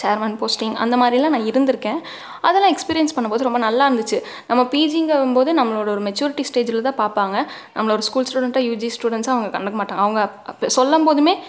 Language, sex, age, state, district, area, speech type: Tamil, female, 18-30, Tamil Nadu, Tiruppur, urban, spontaneous